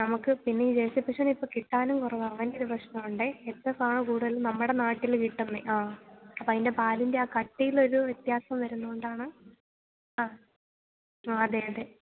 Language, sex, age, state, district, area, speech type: Malayalam, female, 30-45, Kerala, Idukki, rural, conversation